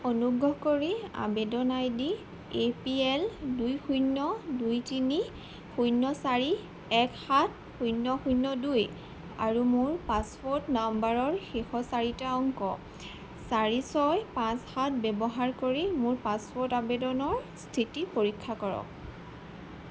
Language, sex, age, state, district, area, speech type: Assamese, female, 18-30, Assam, Jorhat, urban, read